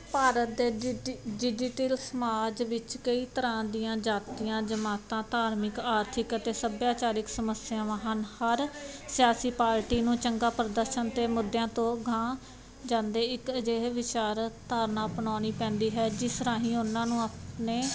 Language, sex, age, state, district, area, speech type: Punjabi, female, 30-45, Punjab, Muktsar, urban, spontaneous